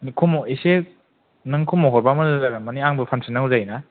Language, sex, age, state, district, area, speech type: Bodo, male, 18-30, Assam, Kokrajhar, rural, conversation